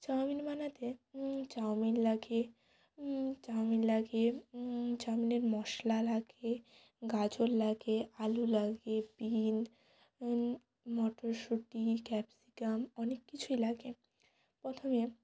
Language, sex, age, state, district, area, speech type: Bengali, female, 18-30, West Bengal, Jalpaiguri, rural, spontaneous